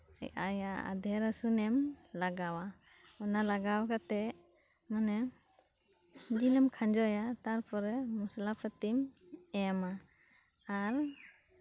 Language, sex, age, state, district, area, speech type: Santali, other, 18-30, West Bengal, Birbhum, rural, spontaneous